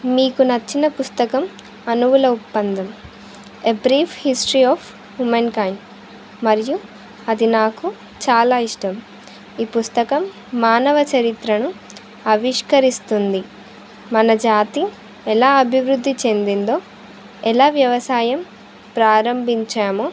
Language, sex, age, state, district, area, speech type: Telugu, female, 18-30, Andhra Pradesh, Sri Satya Sai, urban, spontaneous